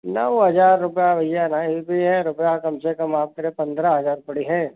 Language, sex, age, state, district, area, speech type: Hindi, male, 30-45, Uttar Pradesh, Sitapur, rural, conversation